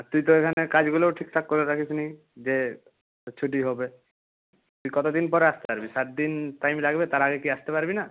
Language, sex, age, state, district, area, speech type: Bengali, male, 18-30, West Bengal, Purba Medinipur, rural, conversation